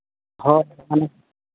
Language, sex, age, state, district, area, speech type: Santali, male, 18-30, Jharkhand, East Singhbhum, rural, conversation